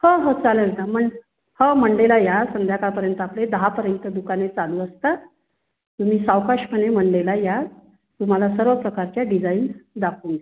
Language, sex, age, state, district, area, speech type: Marathi, female, 45-60, Maharashtra, Wardha, urban, conversation